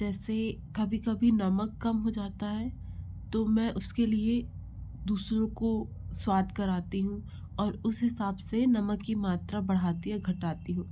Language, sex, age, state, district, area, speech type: Hindi, female, 45-60, Madhya Pradesh, Bhopal, urban, spontaneous